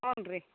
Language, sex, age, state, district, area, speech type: Kannada, female, 60+, Karnataka, Gadag, rural, conversation